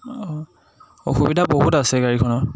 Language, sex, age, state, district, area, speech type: Assamese, male, 18-30, Assam, Jorhat, urban, spontaneous